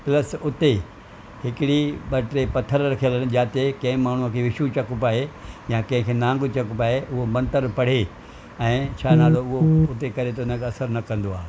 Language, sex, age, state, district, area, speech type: Sindhi, male, 60+, Maharashtra, Thane, urban, spontaneous